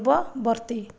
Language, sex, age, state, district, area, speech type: Odia, female, 30-45, Odisha, Jajpur, rural, read